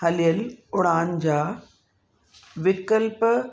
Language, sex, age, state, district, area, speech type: Sindhi, female, 45-60, Uttar Pradesh, Lucknow, urban, read